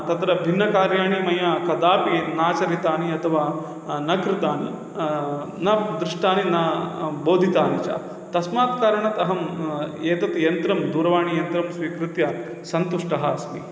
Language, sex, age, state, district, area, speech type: Sanskrit, male, 30-45, Kerala, Thrissur, urban, spontaneous